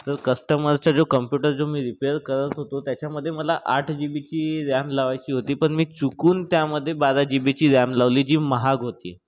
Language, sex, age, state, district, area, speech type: Marathi, male, 30-45, Maharashtra, Nagpur, urban, spontaneous